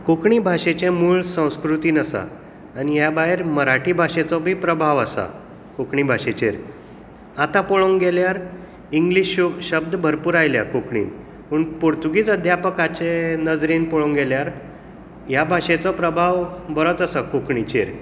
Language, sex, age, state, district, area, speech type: Goan Konkani, male, 30-45, Goa, Tiswadi, rural, spontaneous